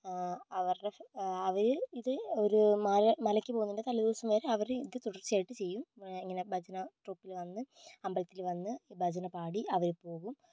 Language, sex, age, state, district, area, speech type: Malayalam, female, 18-30, Kerala, Kozhikode, urban, spontaneous